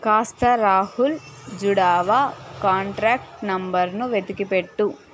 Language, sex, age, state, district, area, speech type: Telugu, female, 30-45, Andhra Pradesh, Visakhapatnam, urban, read